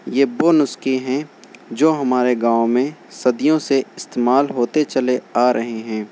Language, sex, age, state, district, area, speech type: Urdu, male, 18-30, Uttar Pradesh, Shahjahanpur, rural, spontaneous